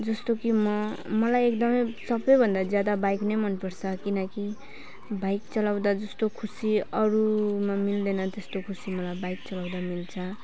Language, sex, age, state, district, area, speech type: Nepali, female, 30-45, West Bengal, Alipurduar, urban, spontaneous